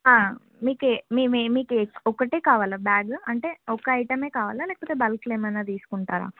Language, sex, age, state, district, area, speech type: Telugu, female, 18-30, Telangana, Ranga Reddy, urban, conversation